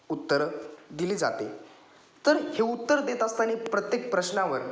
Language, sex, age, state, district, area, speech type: Marathi, male, 18-30, Maharashtra, Ahmednagar, rural, spontaneous